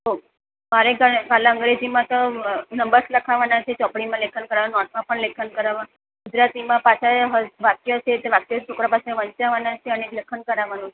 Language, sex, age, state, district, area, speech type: Gujarati, female, 18-30, Gujarat, Surat, urban, conversation